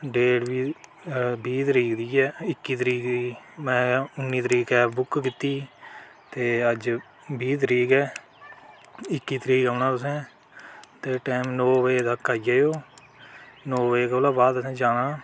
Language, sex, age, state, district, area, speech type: Dogri, male, 18-30, Jammu and Kashmir, Udhampur, rural, spontaneous